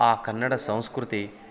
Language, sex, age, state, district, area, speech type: Kannada, male, 45-60, Karnataka, Koppal, rural, spontaneous